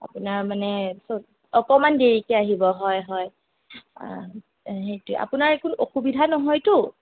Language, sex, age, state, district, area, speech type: Assamese, female, 18-30, Assam, Sonitpur, rural, conversation